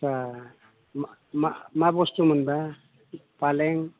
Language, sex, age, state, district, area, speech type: Bodo, male, 45-60, Assam, Udalguri, urban, conversation